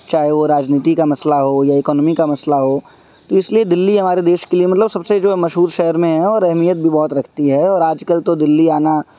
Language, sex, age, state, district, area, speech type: Urdu, male, 18-30, Delhi, Central Delhi, urban, spontaneous